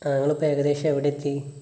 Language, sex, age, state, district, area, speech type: Malayalam, male, 18-30, Kerala, Wayanad, rural, spontaneous